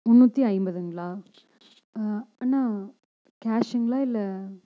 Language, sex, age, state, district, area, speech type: Tamil, female, 18-30, Tamil Nadu, Coimbatore, rural, spontaneous